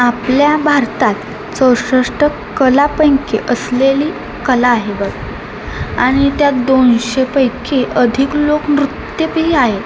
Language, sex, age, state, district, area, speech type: Marathi, female, 18-30, Maharashtra, Satara, urban, spontaneous